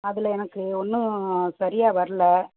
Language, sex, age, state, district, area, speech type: Tamil, female, 45-60, Tamil Nadu, Thanjavur, rural, conversation